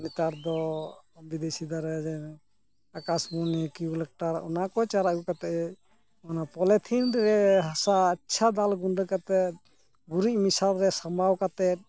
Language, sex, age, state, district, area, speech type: Santali, male, 60+, West Bengal, Purulia, rural, spontaneous